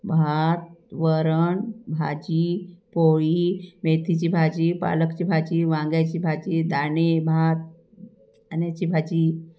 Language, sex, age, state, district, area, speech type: Marathi, female, 60+, Maharashtra, Thane, rural, spontaneous